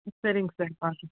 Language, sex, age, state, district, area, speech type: Tamil, female, 30-45, Tamil Nadu, Krishnagiri, rural, conversation